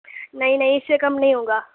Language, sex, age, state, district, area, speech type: Urdu, female, 18-30, Uttar Pradesh, Gautam Buddha Nagar, rural, conversation